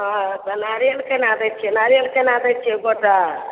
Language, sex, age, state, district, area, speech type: Maithili, female, 60+, Bihar, Samastipur, rural, conversation